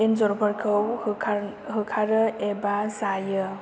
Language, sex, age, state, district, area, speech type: Bodo, female, 18-30, Assam, Chirang, urban, spontaneous